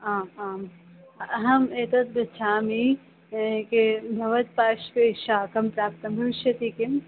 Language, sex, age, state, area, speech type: Sanskrit, female, 18-30, Uttar Pradesh, rural, conversation